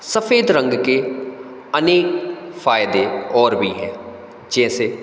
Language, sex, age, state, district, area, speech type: Hindi, male, 30-45, Madhya Pradesh, Hoshangabad, rural, spontaneous